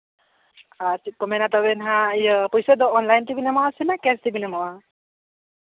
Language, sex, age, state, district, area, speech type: Santali, male, 18-30, Jharkhand, Seraikela Kharsawan, rural, conversation